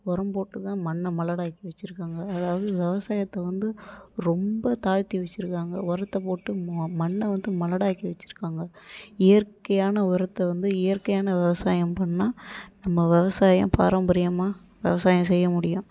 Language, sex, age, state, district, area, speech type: Tamil, female, 45-60, Tamil Nadu, Ariyalur, rural, spontaneous